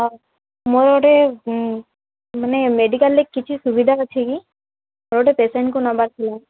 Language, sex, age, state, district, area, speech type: Odia, female, 30-45, Odisha, Sambalpur, rural, conversation